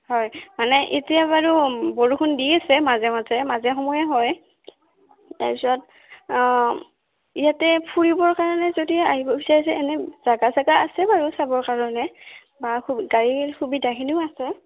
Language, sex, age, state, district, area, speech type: Assamese, female, 18-30, Assam, Darrang, rural, conversation